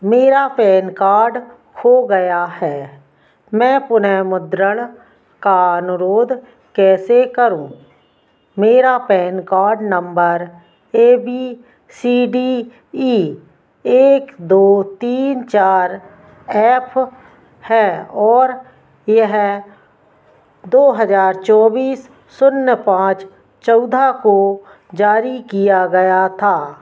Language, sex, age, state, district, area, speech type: Hindi, female, 45-60, Madhya Pradesh, Narsinghpur, rural, read